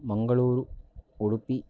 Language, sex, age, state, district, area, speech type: Kannada, male, 60+, Karnataka, Shimoga, rural, spontaneous